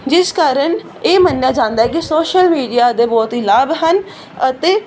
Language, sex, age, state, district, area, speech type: Punjabi, female, 18-30, Punjab, Fazilka, rural, spontaneous